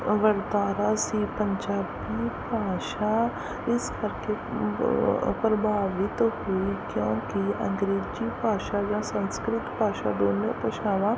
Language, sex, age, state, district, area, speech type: Punjabi, female, 30-45, Punjab, Mansa, urban, spontaneous